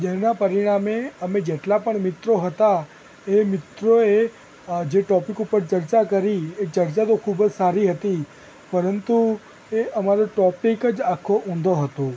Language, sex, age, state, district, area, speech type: Gujarati, female, 18-30, Gujarat, Ahmedabad, urban, spontaneous